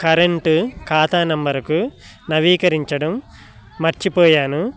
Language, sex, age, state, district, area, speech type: Telugu, male, 18-30, Telangana, Khammam, urban, spontaneous